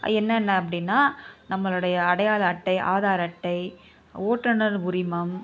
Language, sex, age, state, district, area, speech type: Tamil, female, 30-45, Tamil Nadu, Chennai, urban, spontaneous